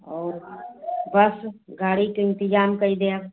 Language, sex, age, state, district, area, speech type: Hindi, female, 60+, Uttar Pradesh, Hardoi, rural, conversation